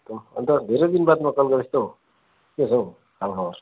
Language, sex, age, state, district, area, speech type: Nepali, male, 30-45, West Bengal, Kalimpong, rural, conversation